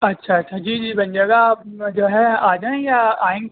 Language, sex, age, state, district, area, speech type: Urdu, male, 18-30, Uttar Pradesh, Rampur, urban, conversation